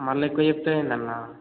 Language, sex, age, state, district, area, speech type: Telugu, male, 18-30, Telangana, Hanamkonda, rural, conversation